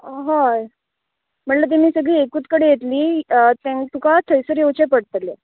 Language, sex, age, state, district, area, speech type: Goan Konkani, female, 18-30, Goa, Murmgao, urban, conversation